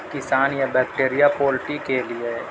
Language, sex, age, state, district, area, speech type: Urdu, male, 60+, Uttar Pradesh, Mau, urban, spontaneous